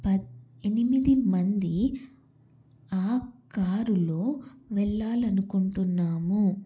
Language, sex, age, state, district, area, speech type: Telugu, female, 18-30, Telangana, Karimnagar, urban, spontaneous